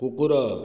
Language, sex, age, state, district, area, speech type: Odia, male, 45-60, Odisha, Nayagarh, rural, read